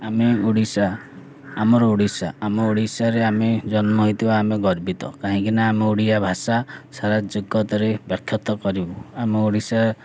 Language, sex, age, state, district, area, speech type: Odia, male, 30-45, Odisha, Ganjam, urban, spontaneous